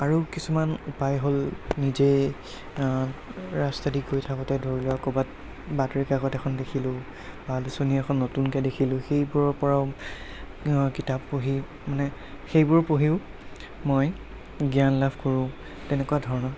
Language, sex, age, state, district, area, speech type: Assamese, male, 60+, Assam, Darrang, rural, spontaneous